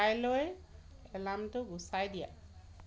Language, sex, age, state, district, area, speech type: Assamese, female, 30-45, Assam, Dhemaji, rural, read